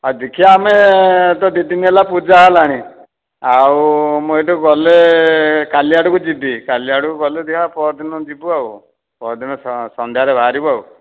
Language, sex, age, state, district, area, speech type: Odia, male, 45-60, Odisha, Dhenkanal, rural, conversation